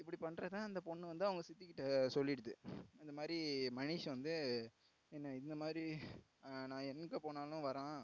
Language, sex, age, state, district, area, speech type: Tamil, male, 18-30, Tamil Nadu, Tiruvarur, urban, spontaneous